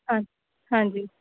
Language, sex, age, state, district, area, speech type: Punjabi, female, 18-30, Punjab, Shaheed Bhagat Singh Nagar, rural, conversation